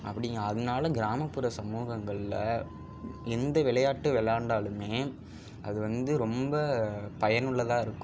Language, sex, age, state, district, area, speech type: Tamil, male, 18-30, Tamil Nadu, Ariyalur, rural, spontaneous